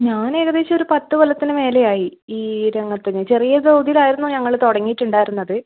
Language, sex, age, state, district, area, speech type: Malayalam, female, 30-45, Kerala, Kannur, rural, conversation